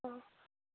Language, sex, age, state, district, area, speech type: Manipuri, female, 18-30, Manipur, Kakching, rural, conversation